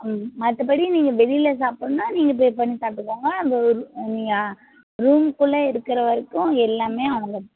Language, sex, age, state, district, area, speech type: Tamil, female, 18-30, Tamil Nadu, Tirunelveli, urban, conversation